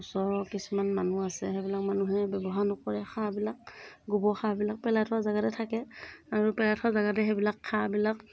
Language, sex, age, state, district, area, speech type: Assamese, female, 30-45, Assam, Morigaon, rural, spontaneous